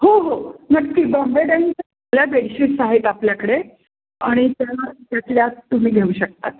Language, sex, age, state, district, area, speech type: Marathi, female, 60+, Maharashtra, Pune, urban, conversation